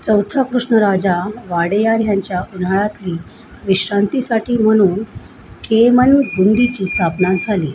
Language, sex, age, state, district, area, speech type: Marathi, female, 45-60, Maharashtra, Mumbai Suburban, urban, read